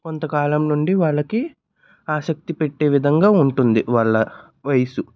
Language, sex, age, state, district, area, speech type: Telugu, male, 60+, Andhra Pradesh, N T Rama Rao, urban, spontaneous